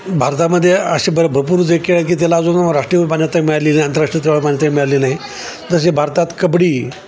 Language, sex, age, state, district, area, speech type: Marathi, male, 60+, Maharashtra, Nanded, rural, spontaneous